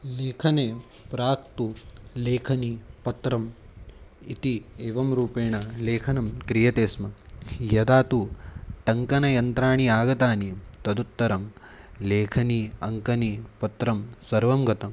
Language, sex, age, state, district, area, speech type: Sanskrit, male, 18-30, Maharashtra, Nashik, urban, spontaneous